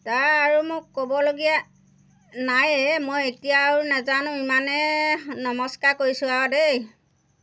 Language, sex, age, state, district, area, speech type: Assamese, female, 60+, Assam, Golaghat, rural, spontaneous